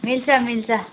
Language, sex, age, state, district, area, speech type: Nepali, female, 30-45, West Bengal, Darjeeling, rural, conversation